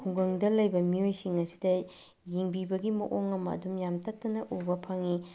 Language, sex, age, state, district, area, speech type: Manipuri, female, 45-60, Manipur, Bishnupur, rural, spontaneous